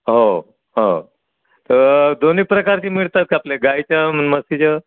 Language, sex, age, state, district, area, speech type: Marathi, male, 60+, Maharashtra, Nagpur, urban, conversation